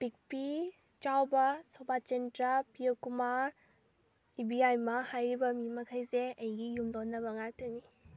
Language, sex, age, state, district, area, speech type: Manipuri, female, 18-30, Manipur, Kakching, rural, spontaneous